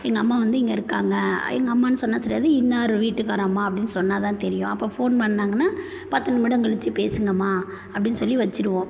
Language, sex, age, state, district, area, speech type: Tamil, female, 30-45, Tamil Nadu, Perambalur, rural, spontaneous